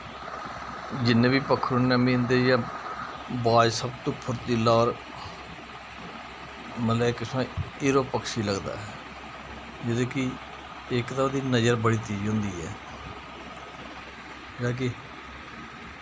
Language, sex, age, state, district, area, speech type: Dogri, male, 45-60, Jammu and Kashmir, Jammu, rural, spontaneous